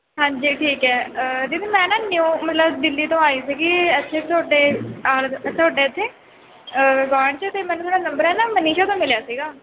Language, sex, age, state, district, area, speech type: Punjabi, female, 18-30, Punjab, Shaheed Bhagat Singh Nagar, urban, conversation